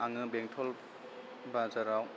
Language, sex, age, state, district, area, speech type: Bodo, male, 30-45, Assam, Chirang, rural, spontaneous